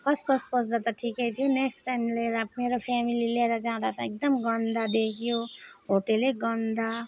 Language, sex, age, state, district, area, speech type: Nepali, female, 30-45, West Bengal, Alipurduar, urban, spontaneous